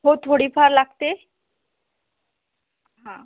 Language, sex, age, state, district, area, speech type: Marathi, female, 18-30, Maharashtra, Akola, rural, conversation